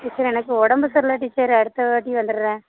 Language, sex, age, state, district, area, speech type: Tamil, female, 30-45, Tamil Nadu, Thoothukudi, rural, conversation